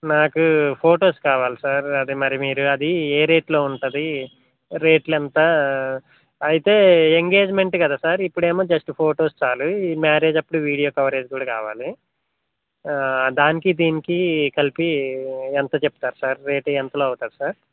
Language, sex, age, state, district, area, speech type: Telugu, male, 18-30, Telangana, Khammam, urban, conversation